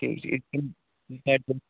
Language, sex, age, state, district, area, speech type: Kashmiri, male, 18-30, Jammu and Kashmir, Pulwama, rural, conversation